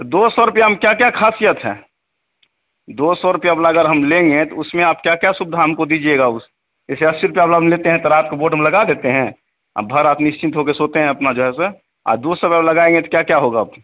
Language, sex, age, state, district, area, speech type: Hindi, male, 30-45, Bihar, Begusarai, urban, conversation